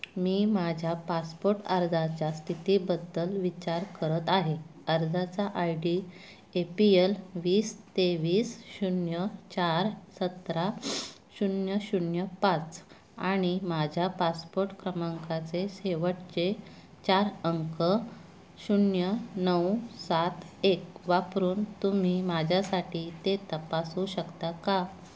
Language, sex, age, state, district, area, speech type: Marathi, female, 30-45, Maharashtra, Ratnagiri, rural, read